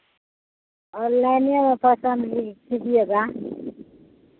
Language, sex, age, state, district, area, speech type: Hindi, female, 45-60, Bihar, Madhepura, rural, conversation